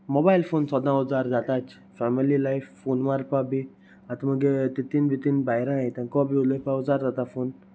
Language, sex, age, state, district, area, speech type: Goan Konkani, male, 18-30, Goa, Salcete, rural, spontaneous